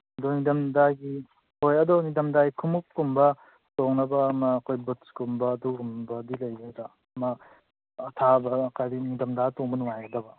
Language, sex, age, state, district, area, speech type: Manipuri, male, 30-45, Manipur, Imphal East, rural, conversation